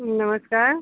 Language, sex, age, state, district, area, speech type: Hindi, female, 45-60, Uttar Pradesh, Ghazipur, rural, conversation